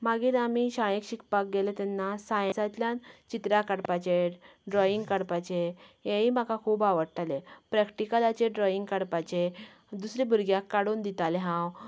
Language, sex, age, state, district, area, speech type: Goan Konkani, female, 30-45, Goa, Canacona, rural, spontaneous